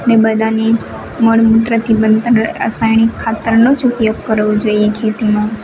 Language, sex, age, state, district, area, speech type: Gujarati, female, 18-30, Gujarat, Narmada, rural, spontaneous